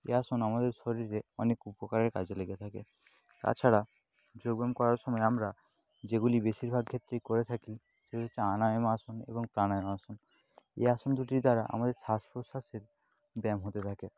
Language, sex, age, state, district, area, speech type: Bengali, male, 18-30, West Bengal, Purba Medinipur, rural, spontaneous